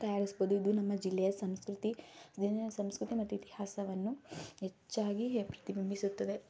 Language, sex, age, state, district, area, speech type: Kannada, female, 18-30, Karnataka, Mysore, urban, spontaneous